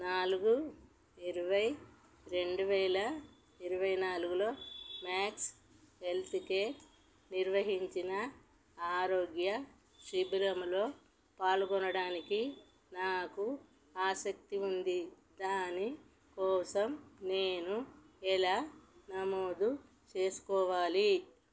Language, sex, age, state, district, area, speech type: Telugu, female, 45-60, Telangana, Peddapalli, rural, read